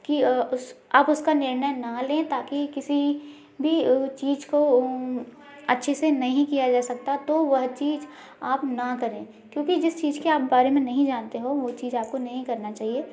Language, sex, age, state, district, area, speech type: Hindi, female, 18-30, Madhya Pradesh, Gwalior, rural, spontaneous